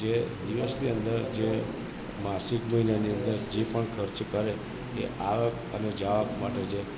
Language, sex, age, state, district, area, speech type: Gujarati, male, 60+, Gujarat, Narmada, rural, spontaneous